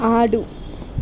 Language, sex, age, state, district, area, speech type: Telugu, female, 18-30, Telangana, Peddapalli, rural, read